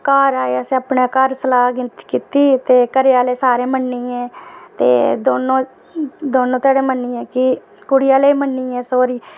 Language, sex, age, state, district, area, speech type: Dogri, female, 30-45, Jammu and Kashmir, Reasi, rural, spontaneous